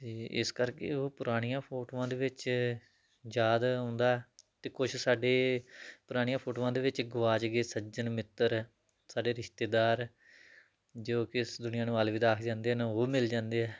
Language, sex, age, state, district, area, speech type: Punjabi, male, 30-45, Punjab, Tarn Taran, rural, spontaneous